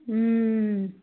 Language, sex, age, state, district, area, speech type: Nepali, female, 60+, West Bengal, Kalimpong, rural, conversation